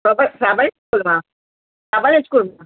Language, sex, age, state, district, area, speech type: Sindhi, female, 60+, Uttar Pradesh, Lucknow, rural, conversation